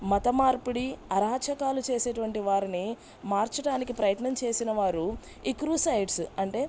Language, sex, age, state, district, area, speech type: Telugu, female, 30-45, Andhra Pradesh, Bapatla, rural, spontaneous